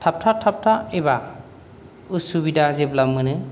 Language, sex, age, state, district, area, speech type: Bodo, male, 45-60, Assam, Kokrajhar, rural, spontaneous